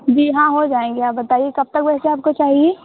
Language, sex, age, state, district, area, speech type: Hindi, female, 30-45, Uttar Pradesh, Sitapur, rural, conversation